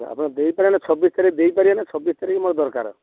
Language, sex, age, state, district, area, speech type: Odia, male, 45-60, Odisha, Balasore, rural, conversation